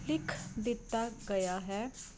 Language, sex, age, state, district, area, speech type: Punjabi, female, 30-45, Punjab, Fazilka, rural, spontaneous